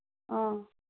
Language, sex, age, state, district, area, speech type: Manipuri, female, 18-30, Manipur, Kangpokpi, urban, conversation